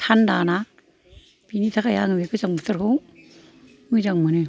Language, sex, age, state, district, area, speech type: Bodo, female, 60+, Assam, Kokrajhar, rural, spontaneous